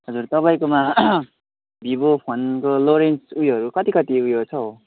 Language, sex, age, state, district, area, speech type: Nepali, male, 18-30, West Bengal, Kalimpong, rural, conversation